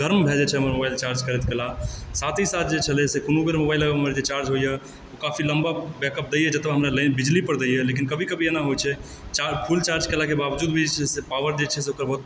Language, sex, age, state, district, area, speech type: Maithili, male, 18-30, Bihar, Supaul, urban, spontaneous